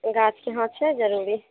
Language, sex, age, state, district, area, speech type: Maithili, female, 30-45, Bihar, Madhepura, rural, conversation